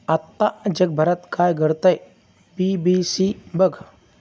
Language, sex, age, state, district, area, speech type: Marathi, male, 45-60, Maharashtra, Akola, rural, read